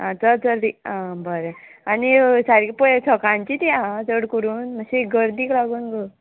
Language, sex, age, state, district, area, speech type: Goan Konkani, female, 18-30, Goa, Murmgao, rural, conversation